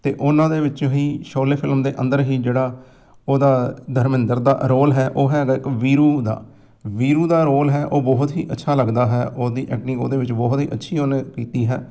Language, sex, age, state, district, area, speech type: Punjabi, male, 45-60, Punjab, Amritsar, urban, spontaneous